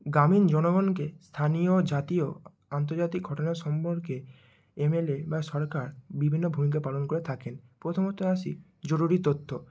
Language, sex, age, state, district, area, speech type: Bengali, male, 18-30, West Bengal, Bankura, urban, spontaneous